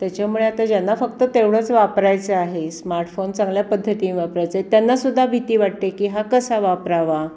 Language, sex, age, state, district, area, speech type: Marathi, female, 60+, Maharashtra, Pune, urban, spontaneous